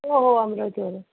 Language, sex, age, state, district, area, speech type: Marathi, female, 18-30, Maharashtra, Amravati, urban, conversation